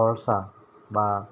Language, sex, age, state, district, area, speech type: Assamese, male, 30-45, Assam, Lakhimpur, urban, spontaneous